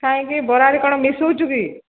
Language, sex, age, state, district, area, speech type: Odia, female, 45-60, Odisha, Sambalpur, rural, conversation